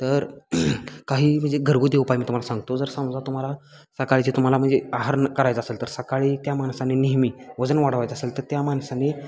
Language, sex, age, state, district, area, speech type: Marathi, male, 18-30, Maharashtra, Satara, rural, spontaneous